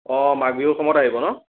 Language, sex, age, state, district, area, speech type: Assamese, male, 18-30, Assam, Biswanath, rural, conversation